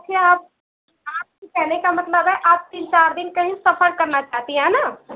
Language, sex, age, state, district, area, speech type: Hindi, female, 18-30, Uttar Pradesh, Mau, rural, conversation